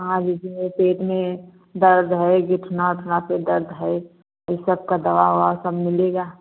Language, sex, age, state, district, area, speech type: Hindi, female, 45-60, Uttar Pradesh, Jaunpur, rural, conversation